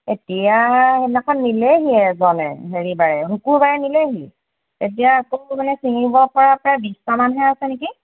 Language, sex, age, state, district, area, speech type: Assamese, female, 30-45, Assam, Golaghat, urban, conversation